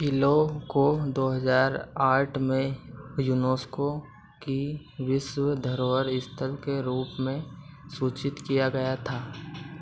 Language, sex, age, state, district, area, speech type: Hindi, male, 18-30, Madhya Pradesh, Harda, rural, read